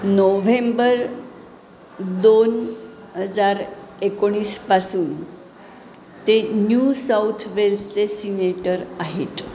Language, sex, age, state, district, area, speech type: Marathi, female, 60+, Maharashtra, Pune, urban, read